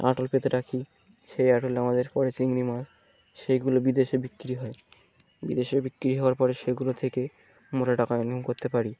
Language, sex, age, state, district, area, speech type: Bengali, male, 18-30, West Bengal, Birbhum, urban, spontaneous